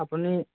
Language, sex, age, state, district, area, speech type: Assamese, male, 18-30, Assam, Jorhat, urban, conversation